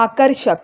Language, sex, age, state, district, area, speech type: Marathi, female, 30-45, Maharashtra, Mumbai Suburban, urban, read